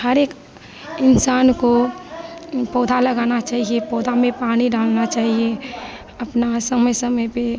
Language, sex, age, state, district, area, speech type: Hindi, female, 18-30, Bihar, Madhepura, rural, spontaneous